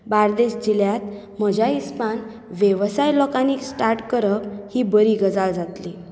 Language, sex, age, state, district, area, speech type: Goan Konkani, female, 18-30, Goa, Bardez, urban, spontaneous